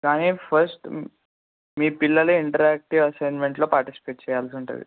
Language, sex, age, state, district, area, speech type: Telugu, male, 18-30, Andhra Pradesh, Kurnool, urban, conversation